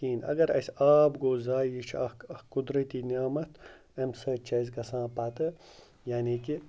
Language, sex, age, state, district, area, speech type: Kashmiri, male, 45-60, Jammu and Kashmir, Srinagar, urban, spontaneous